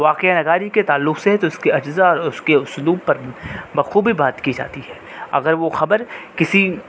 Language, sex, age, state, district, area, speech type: Urdu, male, 18-30, Delhi, North West Delhi, urban, spontaneous